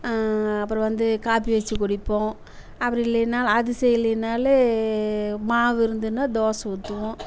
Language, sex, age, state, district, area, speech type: Tamil, female, 45-60, Tamil Nadu, Namakkal, rural, spontaneous